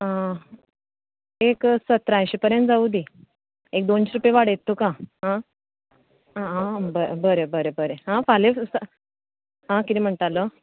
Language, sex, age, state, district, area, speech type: Goan Konkani, female, 18-30, Goa, Canacona, rural, conversation